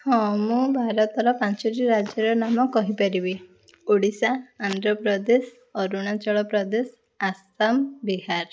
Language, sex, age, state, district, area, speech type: Odia, female, 18-30, Odisha, Puri, urban, spontaneous